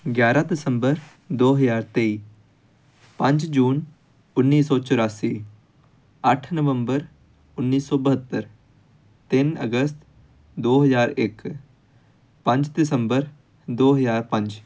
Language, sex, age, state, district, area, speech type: Punjabi, male, 18-30, Punjab, Amritsar, urban, spontaneous